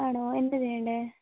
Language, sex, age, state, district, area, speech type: Malayalam, female, 18-30, Kerala, Kasaragod, rural, conversation